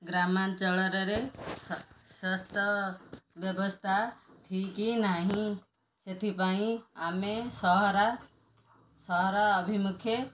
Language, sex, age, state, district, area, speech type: Odia, female, 60+, Odisha, Kendrapara, urban, spontaneous